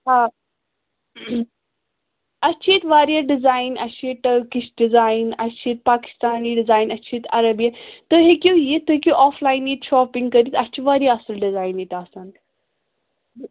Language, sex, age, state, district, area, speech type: Kashmiri, female, 18-30, Jammu and Kashmir, Pulwama, rural, conversation